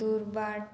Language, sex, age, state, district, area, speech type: Goan Konkani, female, 18-30, Goa, Murmgao, rural, spontaneous